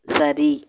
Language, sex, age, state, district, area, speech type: Tamil, female, 45-60, Tamil Nadu, Madurai, urban, read